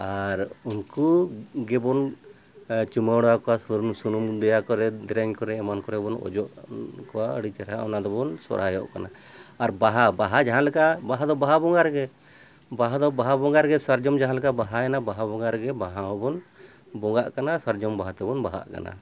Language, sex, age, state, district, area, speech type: Santali, male, 60+, Jharkhand, Bokaro, rural, spontaneous